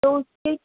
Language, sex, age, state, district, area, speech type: Urdu, female, 18-30, Delhi, Central Delhi, urban, conversation